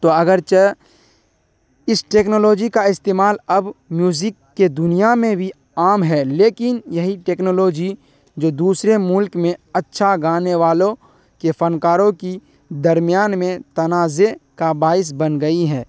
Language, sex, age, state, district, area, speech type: Urdu, male, 18-30, Bihar, Darbhanga, rural, spontaneous